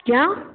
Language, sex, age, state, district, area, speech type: Hindi, female, 18-30, Uttar Pradesh, Bhadohi, rural, conversation